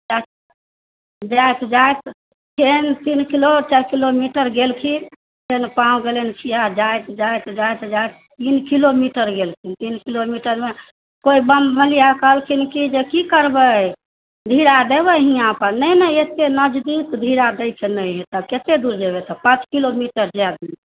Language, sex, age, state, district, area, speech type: Maithili, female, 45-60, Bihar, Samastipur, rural, conversation